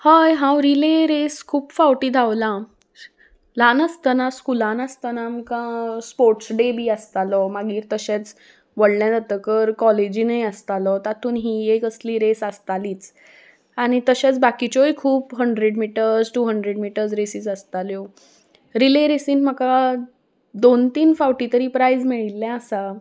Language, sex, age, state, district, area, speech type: Goan Konkani, female, 18-30, Goa, Salcete, urban, spontaneous